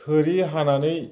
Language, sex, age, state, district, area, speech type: Bodo, male, 45-60, Assam, Baksa, rural, spontaneous